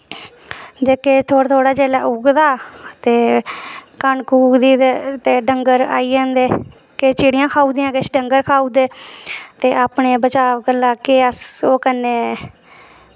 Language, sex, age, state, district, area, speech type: Dogri, female, 30-45, Jammu and Kashmir, Reasi, rural, spontaneous